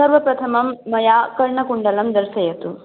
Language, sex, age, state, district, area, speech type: Sanskrit, female, 18-30, Manipur, Kangpokpi, rural, conversation